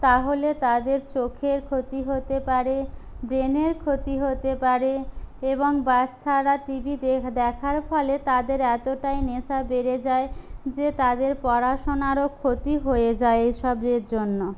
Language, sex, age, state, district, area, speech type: Bengali, other, 45-60, West Bengal, Jhargram, rural, spontaneous